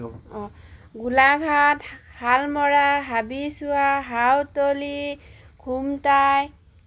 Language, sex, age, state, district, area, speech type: Assamese, female, 45-60, Assam, Golaghat, rural, spontaneous